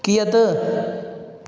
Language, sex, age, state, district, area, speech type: Sanskrit, male, 18-30, Andhra Pradesh, Kadapa, urban, read